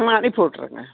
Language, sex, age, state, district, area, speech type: Tamil, female, 60+, Tamil Nadu, Erode, rural, conversation